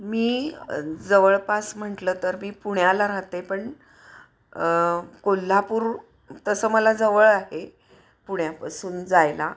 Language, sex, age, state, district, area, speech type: Marathi, female, 60+, Maharashtra, Pune, urban, spontaneous